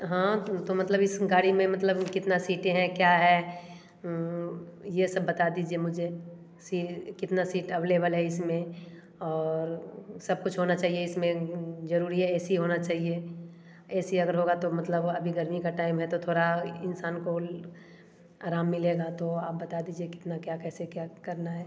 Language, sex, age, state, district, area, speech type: Hindi, female, 30-45, Bihar, Samastipur, urban, spontaneous